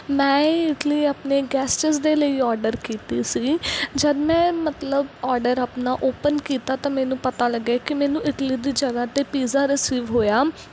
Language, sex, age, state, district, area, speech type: Punjabi, female, 18-30, Punjab, Mansa, rural, spontaneous